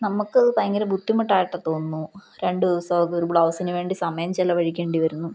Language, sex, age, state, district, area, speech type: Malayalam, female, 30-45, Kerala, Palakkad, rural, spontaneous